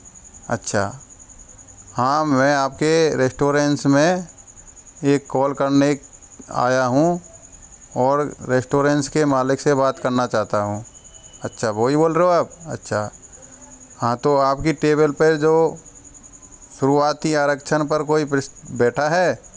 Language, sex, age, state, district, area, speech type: Hindi, male, 18-30, Rajasthan, Karauli, rural, spontaneous